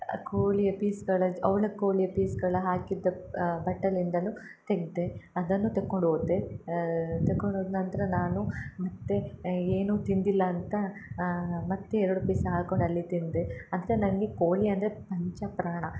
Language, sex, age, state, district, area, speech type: Kannada, female, 18-30, Karnataka, Hassan, urban, spontaneous